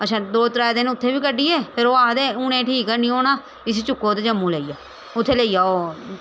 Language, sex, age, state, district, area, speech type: Dogri, female, 30-45, Jammu and Kashmir, Samba, urban, spontaneous